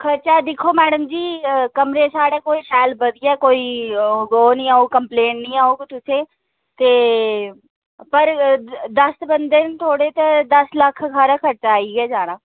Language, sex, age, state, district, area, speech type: Dogri, female, 18-30, Jammu and Kashmir, Jammu, rural, conversation